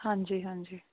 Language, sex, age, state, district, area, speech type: Punjabi, female, 18-30, Punjab, Firozpur, rural, conversation